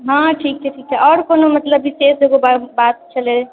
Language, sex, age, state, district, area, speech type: Maithili, female, 18-30, Bihar, Darbhanga, rural, conversation